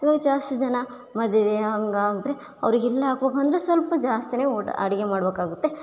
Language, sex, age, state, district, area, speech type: Kannada, female, 18-30, Karnataka, Bellary, rural, spontaneous